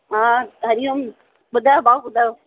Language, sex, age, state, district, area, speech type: Sindhi, female, 30-45, Maharashtra, Thane, urban, conversation